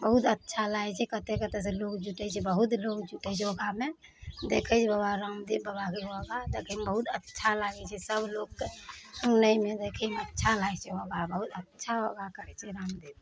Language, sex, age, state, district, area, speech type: Maithili, female, 45-60, Bihar, Araria, rural, spontaneous